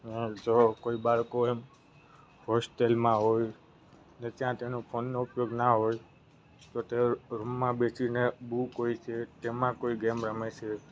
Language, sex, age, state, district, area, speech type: Gujarati, male, 18-30, Gujarat, Narmada, rural, spontaneous